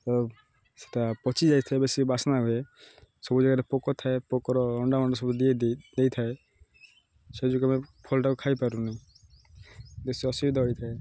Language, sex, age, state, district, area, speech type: Odia, male, 18-30, Odisha, Malkangiri, urban, spontaneous